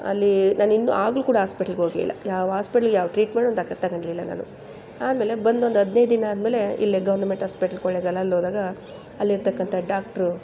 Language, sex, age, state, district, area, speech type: Kannada, female, 45-60, Karnataka, Chamarajanagar, rural, spontaneous